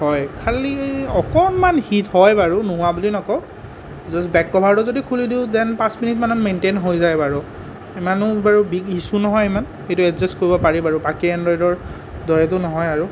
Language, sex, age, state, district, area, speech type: Assamese, male, 18-30, Assam, Nalbari, rural, spontaneous